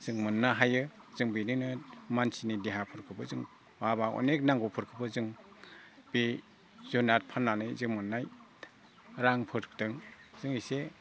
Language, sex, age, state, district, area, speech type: Bodo, male, 60+, Assam, Udalguri, rural, spontaneous